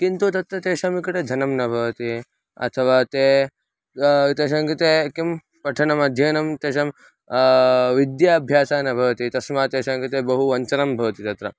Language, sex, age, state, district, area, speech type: Sanskrit, male, 18-30, Karnataka, Davanagere, rural, spontaneous